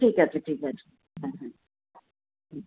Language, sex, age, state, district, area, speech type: Bengali, female, 60+, West Bengal, Kolkata, urban, conversation